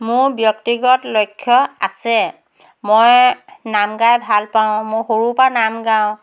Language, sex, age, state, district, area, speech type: Assamese, female, 60+, Assam, Dhemaji, rural, spontaneous